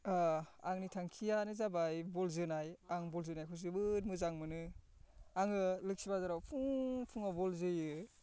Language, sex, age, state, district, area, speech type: Bodo, male, 18-30, Assam, Baksa, rural, spontaneous